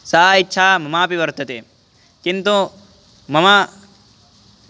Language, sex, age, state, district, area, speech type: Sanskrit, male, 18-30, Uttar Pradesh, Hardoi, urban, spontaneous